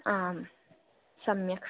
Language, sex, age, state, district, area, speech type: Sanskrit, female, 18-30, Kerala, Thrissur, rural, conversation